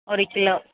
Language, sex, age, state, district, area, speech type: Tamil, female, 18-30, Tamil Nadu, Thanjavur, rural, conversation